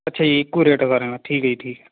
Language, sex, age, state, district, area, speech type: Punjabi, male, 30-45, Punjab, Fazilka, rural, conversation